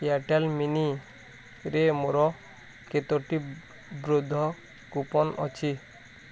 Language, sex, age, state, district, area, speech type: Odia, male, 18-30, Odisha, Bargarh, urban, read